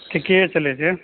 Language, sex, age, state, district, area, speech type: Maithili, male, 30-45, Bihar, Purnia, rural, conversation